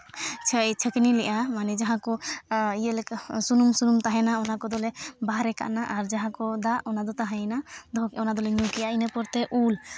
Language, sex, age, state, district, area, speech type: Santali, female, 18-30, Jharkhand, East Singhbhum, rural, spontaneous